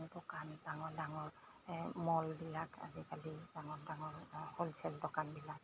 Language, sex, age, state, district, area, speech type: Assamese, female, 45-60, Assam, Goalpara, urban, spontaneous